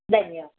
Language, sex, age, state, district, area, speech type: Sanskrit, female, 18-30, Kerala, Kozhikode, rural, conversation